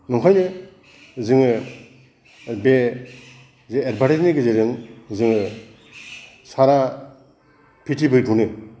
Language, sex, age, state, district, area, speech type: Bodo, male, 60+, Assam, Kokrajhar, rural, spontaneous